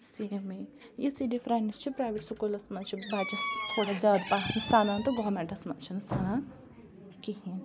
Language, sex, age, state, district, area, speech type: Kashmiri, female, 30-45, Jammu and Kashmir, Ganderbal, rural, spontaneous